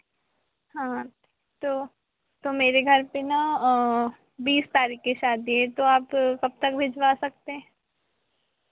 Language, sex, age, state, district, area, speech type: Hindi, female, 18-30, Madhya Pradesh, Harda, urban, conversation